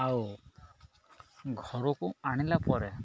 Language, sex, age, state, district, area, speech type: Odia, male, 18-30, Odisha, Koraput, urban, spontaneous